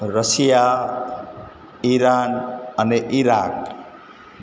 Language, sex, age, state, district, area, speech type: Gujarati, male, 60+, Gujarat, Morbi, urban, spontaneous